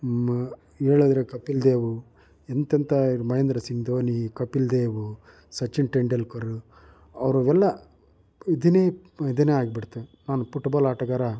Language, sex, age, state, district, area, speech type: Kannada, male, 45-60, Karnataka, Chitradurga, rural, spontaneous